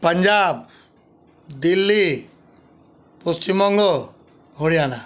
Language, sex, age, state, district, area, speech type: Bengali, male, 60+, West Bengal, Paschim Bardhaman, urban, spontaneous